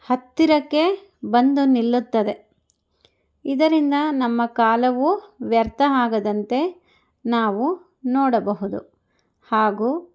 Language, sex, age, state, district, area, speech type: Kannada, female, 30-45, Karnataka, Chikkaballapur, rural, spontaneous